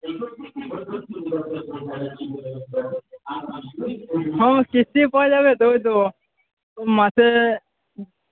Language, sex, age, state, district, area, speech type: Bengali, male, 45-60, West Bengal, Uttar Dinajpur, urban, conversation